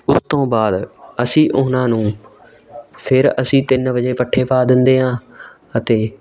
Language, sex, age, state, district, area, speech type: Punjabi, male, 18-30, Punjab, Shaheed Bhagat Singh Nagar, rural, spontaneous